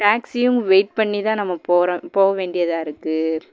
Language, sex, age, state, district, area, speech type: Tamil, female, 18-30, Tamil Nadu, Madurai, urban, spontaneous